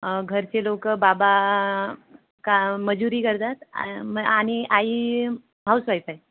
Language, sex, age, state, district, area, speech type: Marathi, female, 18-30, Maharashtra, Gondia, rural, conversation